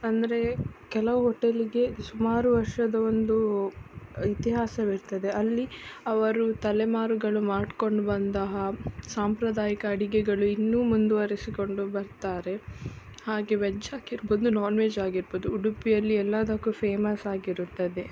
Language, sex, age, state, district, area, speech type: Kannada, female, 18-30, Karnataka, Udupi, rural, spontaneous